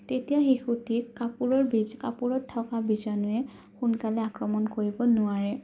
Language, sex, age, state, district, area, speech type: Assamese, female, 18-30, Assam, Morigaon, rural, spontaneous